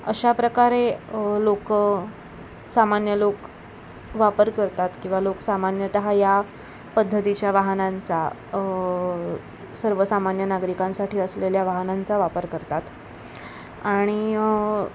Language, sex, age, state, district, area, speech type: Marathi, female, 18-30, Maharashtra, Ratnagiri, urban, spontaneous